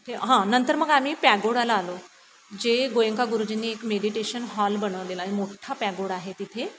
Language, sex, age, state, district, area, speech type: Marathi, female, 30-45, Maharashtra, Nagpur, rural, spontaneous